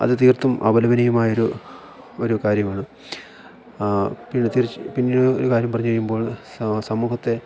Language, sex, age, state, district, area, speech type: Malayalam, male, 30-45, Kerala, Idukki, rural, spontaneous